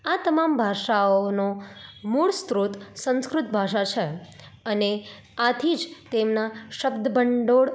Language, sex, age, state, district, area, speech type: Gujarati, female, 18-30, Gujarat, Anand, urban, spontaneous